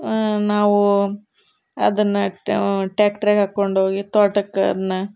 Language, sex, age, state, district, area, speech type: Kannada, female, 30-45, Karnataka, Koppal, urban, spontaneous